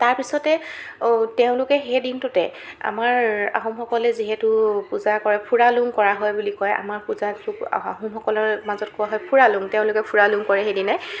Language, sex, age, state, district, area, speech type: Assamese, female, 18-30, Assam, Jorhat, urban, spontaneous